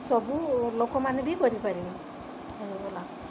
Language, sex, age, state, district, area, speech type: Odia, female, 30-45, Odisha, Sundergarh, urban, spontaneous